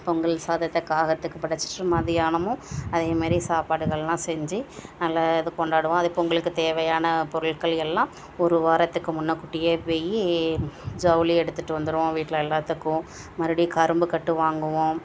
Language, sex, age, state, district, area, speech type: Tamil, female, 30-45, Tamil Nadu, Thoothukudi, rural, spontaneous